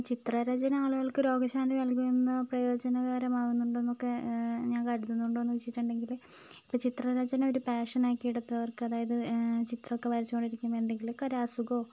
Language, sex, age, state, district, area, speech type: Malayalam, female, 18-30, Kerala, Wayanad, rural, spontaneous